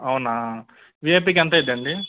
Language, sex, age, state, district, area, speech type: Telugu, male, 30-45, Andhra Pradesh, Guntur, urban, conversation